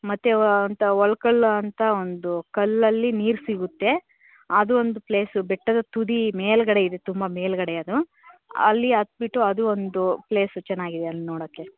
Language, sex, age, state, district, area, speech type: Kannada, female, 30-45, Karnataka, Tumkur, rural, conversation